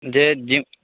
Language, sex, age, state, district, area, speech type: Odia, male, 18-30, Odisha, Nuapada, urban, conversation